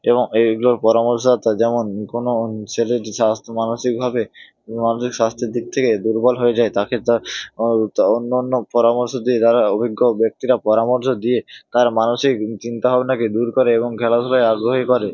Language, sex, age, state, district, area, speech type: Bengali, male, 18-30, West Bengal, Hooghly, urban, spontaneous